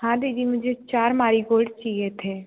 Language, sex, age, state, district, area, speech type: Hindi, female, 18-30, Madhya Pradesh, Betul, urban, conversation